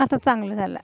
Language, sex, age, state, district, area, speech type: Marathi, female, 45-60, Maharashtra, Gondia, rural, spontaneous